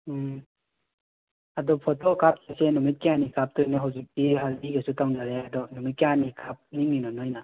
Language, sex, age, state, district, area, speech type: Manipuri, male, 18-30, Manipur, Imphal West, rural, conversation